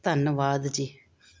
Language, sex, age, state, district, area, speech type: Punjabi, female, 45-60, Punjab, Jalandhar, urban, spontaneous